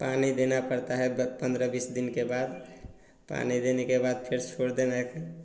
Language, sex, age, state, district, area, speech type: Hindi, male, 18-30, Bihar, Samastipur, rural, spontaneous